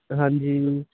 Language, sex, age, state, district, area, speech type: Punjabi, male, 18-30, Punjab, Hoshiarpur, rural, conversation